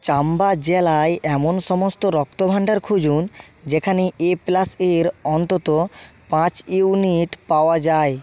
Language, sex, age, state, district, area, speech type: Bengali, male, 18-30, West Bengal, Hooghly, urban, read